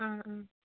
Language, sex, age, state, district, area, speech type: Malayalam, female, 30-45, Kerala, Kozhikode, urban, conversation